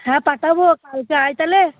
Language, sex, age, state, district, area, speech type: Bengali, female, 18-30, West Bengal, Cooch Behar, urban, conversation